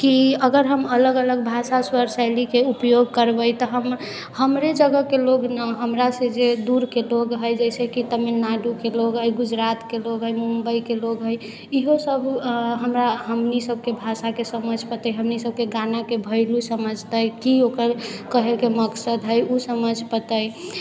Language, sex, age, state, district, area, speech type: Maithili, female, 18-30, Bihar, Sitamarhi, urban, spontaneous